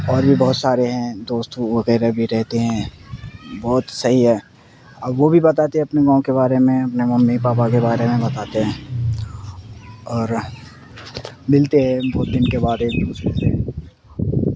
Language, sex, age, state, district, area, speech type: Urdu, male, 18-30, Bihar, Supaul, rural, spontaneous